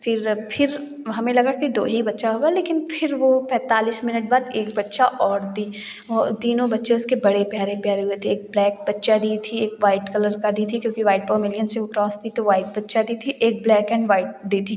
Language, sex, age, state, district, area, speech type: Hindi, female, 18-30, Uttar Pradesh, Jaunpur, rural, spontaneous